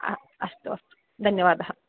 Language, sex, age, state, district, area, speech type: Sanskrit, female, 18-30, Kerala, Kannur, urban, conversation